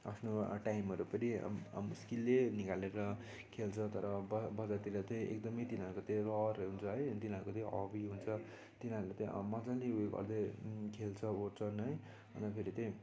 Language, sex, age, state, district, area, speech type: Nepali, male, 18-30, West Bengal, Darjeeling, rural, spontaneous